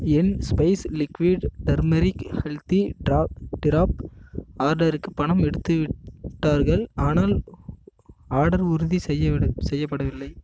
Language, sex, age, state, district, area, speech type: Tamil, male, 18-30, Tamil Nadu, Namakkal, rural, read